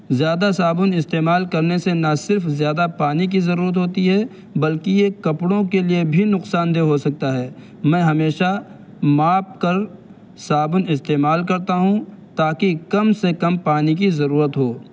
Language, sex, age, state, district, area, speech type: Urdu, male, 18-30, Uttar Pradesh, Saharanpur, urban, spontaneous